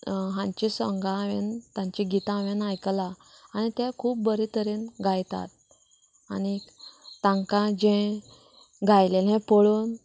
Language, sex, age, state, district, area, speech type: Goan Konkani, female, 30-45, Goa, Canacona, rural, spontaneous